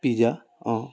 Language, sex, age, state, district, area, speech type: Assamese, male, 18-30, Assam, Charaideo, urban, spontaneous